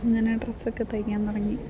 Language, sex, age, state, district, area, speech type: Malayalam, female, 30-45, Kerala, Idukki, rural, spontaneous